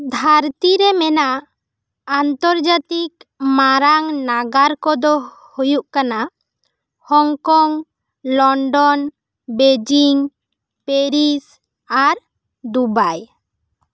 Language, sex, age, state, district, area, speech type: Santali, female, 18-30, West Bengal, Bankura, rural, spontaneous